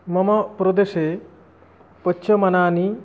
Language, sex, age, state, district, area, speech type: Sanskrit, male, 18-30, West Bengal, Murshidabad, rural, spontaneous